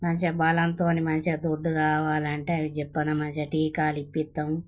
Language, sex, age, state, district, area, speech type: Telugu, female, 45-60, Telangana, Jagtial, rural, spontaneous